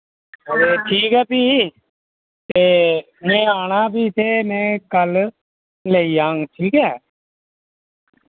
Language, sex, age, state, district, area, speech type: Dogri, male, 18-30, Jammu and Kashmir, Reasi, rural, conversation